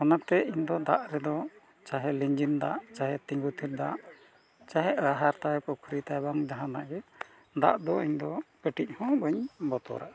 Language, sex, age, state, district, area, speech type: Santali, male, 60+, Odisha, Mayurbhanj, rural, spontaneous